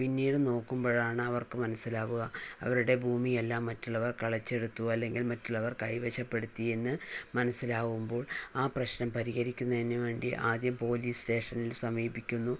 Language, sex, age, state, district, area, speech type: Malayalam, female, 60+, Kerala, Palakkad, rural, spontaneous